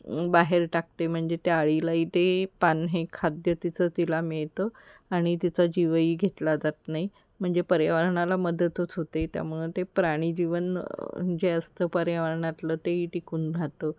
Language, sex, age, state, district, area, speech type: Marathi, female, 45-60, Maharashtra, Kolhapur, urban, spontaneous